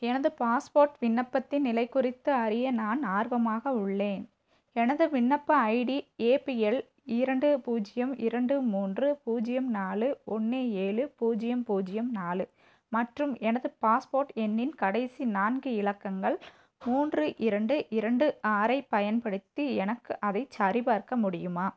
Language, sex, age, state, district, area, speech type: Tamil, female, 30-45, Tamil Nadu, Theni, urban, read